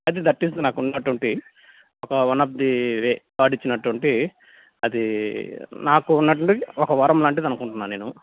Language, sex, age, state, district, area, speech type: Telugu, male, 30-45, Andhra Pradesh, Nellore, rural, conversation